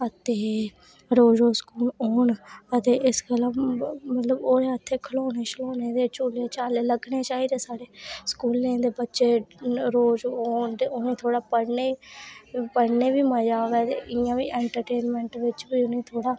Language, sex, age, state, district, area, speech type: Dogri, female, 18-30, Jammu and Kashmir, Reasi, rural, spontaneous